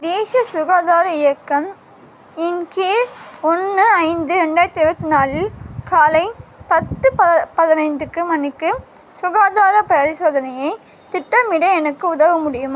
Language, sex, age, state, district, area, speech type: Tamil, female, 18-30, Tamil Nadu, Vellore, urban, read